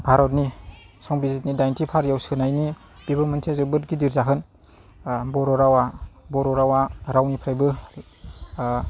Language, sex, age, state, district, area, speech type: Bodo, male, 30-45, Assam, Chirang, urban, spontaneous